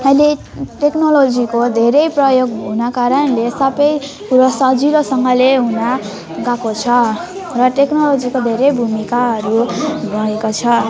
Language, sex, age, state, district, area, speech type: Nepali, female, 18-30, West Bengal, Alipurduar, urban, spontaneous